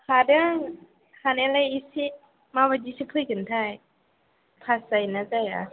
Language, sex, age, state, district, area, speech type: Bodo, female, 18-30, Assam, Chirang, rural, conversation